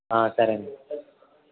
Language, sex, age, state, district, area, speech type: Telugu, male, 60+, Andhra Pradesh, Konaseema, urban, conversation